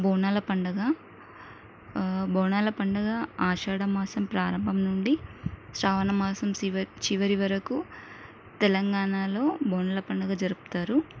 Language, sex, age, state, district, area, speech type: Telugu, female, 30-45, Telangana, Mancherial, rural, spontaneous